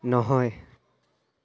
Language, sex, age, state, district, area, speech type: Assamese, male, 18-30, Assam, Charaideo, urban, read